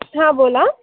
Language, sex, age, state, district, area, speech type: Marathi, female, 30-45, Maharashtra, Akola, rural, conversation